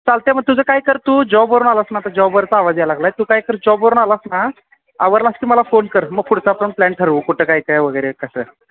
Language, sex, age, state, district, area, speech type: Marathi, male, 18-30, Maharashtra, Sangli, urban, conversation